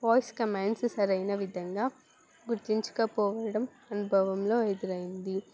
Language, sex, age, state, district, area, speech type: Telugu, female, 18-30, Telangana, Jangaon, urban, spontaneous